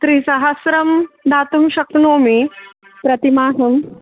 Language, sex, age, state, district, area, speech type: Sanskrit, female, 30-45, Tamil Nadu, Chennai, urban, conversation